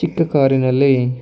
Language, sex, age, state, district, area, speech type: Kannada, male, 45-60, Karnataka, Tumkur, urban, spontaneous